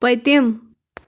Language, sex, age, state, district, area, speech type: Kashmiri, female, 18-30, Jammu and Kashmir, Kulgam, rural, read